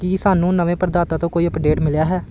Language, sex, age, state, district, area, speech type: Punjabi, male, 30-45, Punjab, Amritsar, urban, read